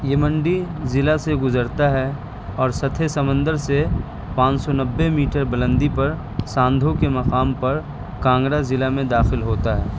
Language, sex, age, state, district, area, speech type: Urdu, male, 18-30, Bihar, Purnia, rural, read